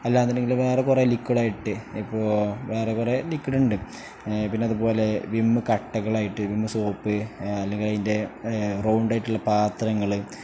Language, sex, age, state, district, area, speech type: Malayalam, male, 18-30, Kerala, Kozhikode, rural, spontaneous